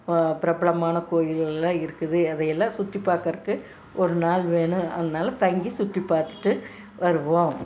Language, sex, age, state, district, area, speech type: Tamil, female, 60+, Tamil Nadu, Tiruppur, rural, spontaneous